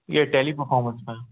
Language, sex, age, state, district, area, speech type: Hindi, male, 18-30, Madhya Pradesh, Indore, urban, conversation